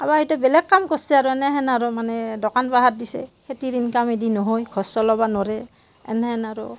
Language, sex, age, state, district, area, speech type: Assamese, female, 45-60, Assam, Barpeta, rural, spontaneous